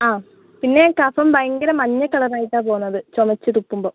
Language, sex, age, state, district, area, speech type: Malayalam, female, 18-30, Kerala, Wayanad, rural, conversation